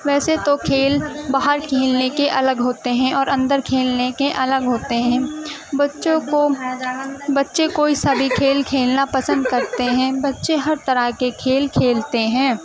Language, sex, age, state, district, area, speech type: Urdu, female, 18-30, Delhi, Central Delhi, urban, spontaneous